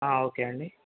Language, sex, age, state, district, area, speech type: Telugu, male, 18-30, Telangana, Nirmal, urban, conversation